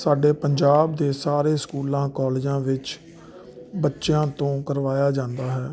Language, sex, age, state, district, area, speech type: Punjabi, male, 30-45, Punjab, Jalandhar, urban, spontaneous